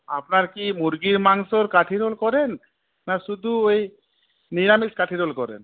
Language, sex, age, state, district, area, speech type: Bengali, male, 45-60, West Bengal, Purulia, urban, conversation